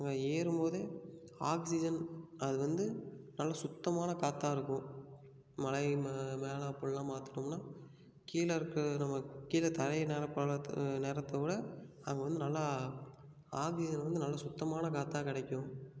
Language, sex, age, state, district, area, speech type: Tamil, male, 18-30, Tamil Nadu, Tiruppur, rural, spontaneous